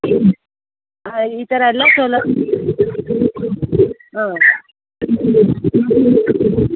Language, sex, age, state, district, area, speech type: Kannada, female, 18-30, Karnataka, Tumkur, urban, conversation